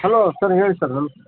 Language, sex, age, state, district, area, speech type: Kannada, male, 45-60, Karnataka, Koppal, rural, conversation